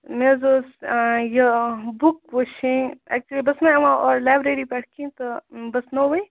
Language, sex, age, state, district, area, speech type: Kashmiri, female, 30-45, Jammu and Kashmir, Kupwara, rural, conversation